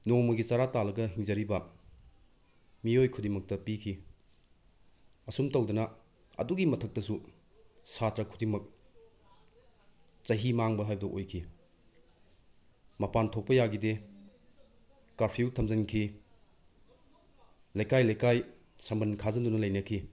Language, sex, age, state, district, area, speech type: Manipuri, male, 30-45, Manipur, Bishnupur, rural, spontaneous